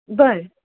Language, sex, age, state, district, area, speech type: Marathi, female, 30-45, Maharashtra, Kolhapur, urban, conversation